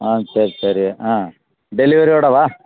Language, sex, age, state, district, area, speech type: Tamil, male, 60+, Tamil Nadu, Krishnagiri, rural, conversation